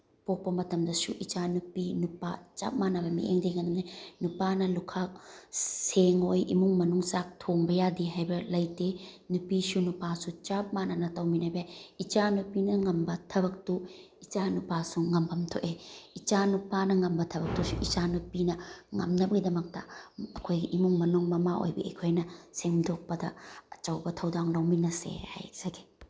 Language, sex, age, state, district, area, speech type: Manipuri, female, 30-45, Manipur, Bishnupur, rural, spontaneous